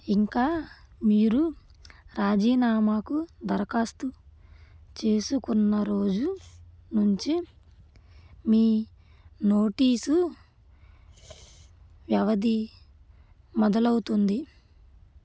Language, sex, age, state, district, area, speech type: Telugu, female, 30-45, Andhra Pradesh, Krishna, rural, read